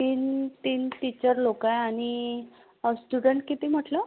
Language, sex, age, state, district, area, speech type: Marathi, female, 18-30, Maharashtra, Akola, rural, conversation